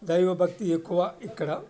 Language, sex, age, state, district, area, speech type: Telugu, male, 60+, Andhra Pradesh, Guntur, urban, spontaneous